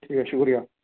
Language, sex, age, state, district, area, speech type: Urdu, male, 18-30, Delhi, East Delhi, urban, conversation